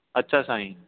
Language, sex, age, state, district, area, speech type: Sindhi, male, 18-30, Delhi, South Delhi, urban, conversation